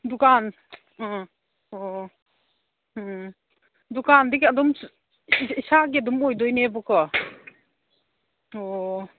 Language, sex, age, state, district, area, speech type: Manipuri, female, 45-60, Manipur, Imphal East, rural, conversation